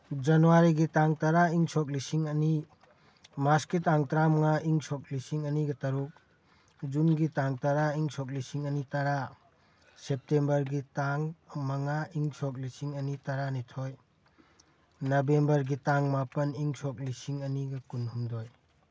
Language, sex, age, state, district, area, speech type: Manipuri, male, 30-45, Manipur, Kakching, rural, spontaneous